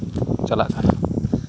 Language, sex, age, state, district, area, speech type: Santali, male, 18-30, West Bengal, Birbhum, rural, spontaneous